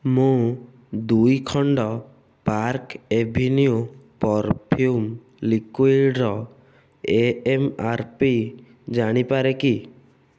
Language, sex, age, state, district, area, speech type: Odia, male, 18-30, Odisha, Kendujhar, urban, read